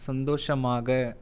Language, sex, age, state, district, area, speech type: Tamil, male, 18-30, Tamil Nadu, Viluppuram, urban, read